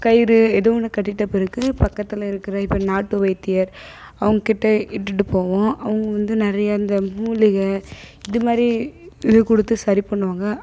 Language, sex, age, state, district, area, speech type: Tamil, female, 18-30, Tamil Nadu, Kallakurichi, rural, spontaneous